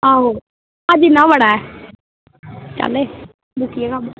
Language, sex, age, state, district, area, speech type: Dogri, female, 18-30, Jammu and Kashmir, Jammu, rural, conversation